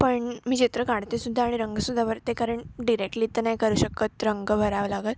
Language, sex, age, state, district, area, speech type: Marathi, female, 18-30, Maharashtra, Sindhudurg, rural, spontaneous